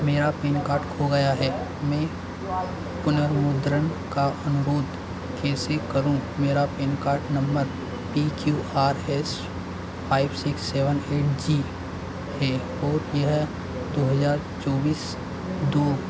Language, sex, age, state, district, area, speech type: Hindi, male, 30-45, Madhya Pradesh, Harda, urban, read